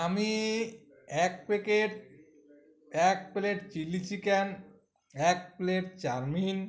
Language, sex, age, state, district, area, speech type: Bengali, male, 45-60, West Bengal, Uttar Dinajpur, rural, spontaneous